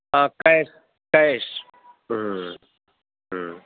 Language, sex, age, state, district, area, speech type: Urdu, male, 45-60, Uttar Pradesh, Mau, urban, conversation